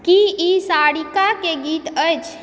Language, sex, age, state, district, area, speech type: Maithili, female, 18-30, Bihar, Supaul, rural, read